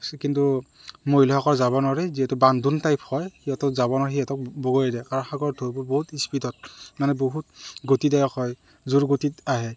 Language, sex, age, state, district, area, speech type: Assamese, male, 30-45, Assam, Morigaon, rural, spontaneous